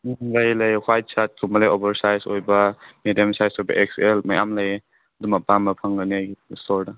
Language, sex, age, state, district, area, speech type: Manipuri, male, 18-30, Manipur, Tengnoupal, urban, conversation